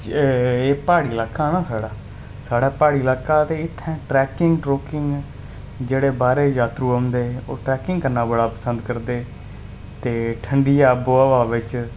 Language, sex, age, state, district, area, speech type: Dogri, male, 30-45, Jammu and Kashmir, Udhampur, rural, spontaneous